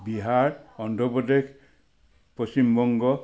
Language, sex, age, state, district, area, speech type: Assamese, male, 60+, Assam, Sivasagar, rural, spontaneous